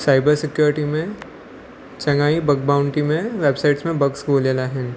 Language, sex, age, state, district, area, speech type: Sindhi, male, 18-30, Gujarat, Surat, urban, spontaneous